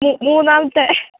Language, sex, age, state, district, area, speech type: Malayalam, female, 18-30, Kerala, Idukki, rural, conversation